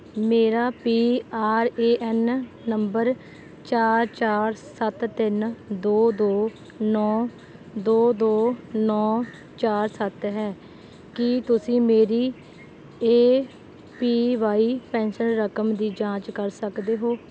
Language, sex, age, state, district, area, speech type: Punjabi, female, 18-30, Punjab, Rupnagar, rural, read